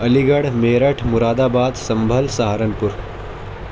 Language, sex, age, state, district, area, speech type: Urdu, male, 18-30, Delhi, East Delhi, urban, spontaneous